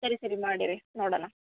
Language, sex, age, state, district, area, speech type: Kannada, female, 30-45, Karnataka, Gulbarga, urban, conversation